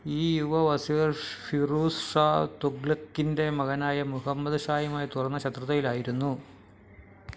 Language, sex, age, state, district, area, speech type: Malayalam, male, 45-60, Kerala, Kottayam, urban, read